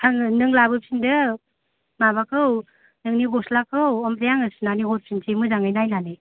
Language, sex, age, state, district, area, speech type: Bodo, female, 30-45, Assam, Kokrajhar, rural, conversation